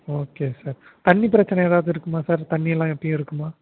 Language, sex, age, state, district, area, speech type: Tamil, male, 30-45, Tamil Nadu, Nagapattinam, rural, conversation